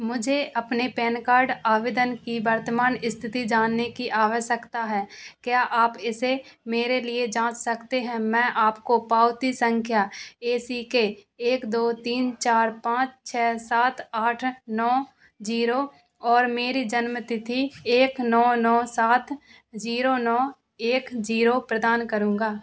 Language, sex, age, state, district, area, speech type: Hindi, female, 18-30, Madhya Pradesh, Narsinghpur, rural, read